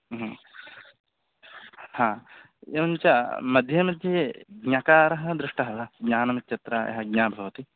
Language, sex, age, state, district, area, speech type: Sanskrit, male, 18-30, Andhra Pradesh, West Godavari, rural, conversation